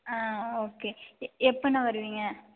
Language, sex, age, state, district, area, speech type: Tamil, female, 18-30, Tamil Nadu, Mayiladuthurai, urban, conversation